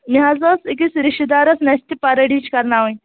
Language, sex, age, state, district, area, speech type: Kashmiri, female, 18-30, Jammu and Kashmir, Kulgam, rural, conversation